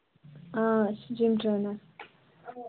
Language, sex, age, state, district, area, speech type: Kashmiri, female, 18-30, Jammu and Kashmir, Baramulla, rural, conversation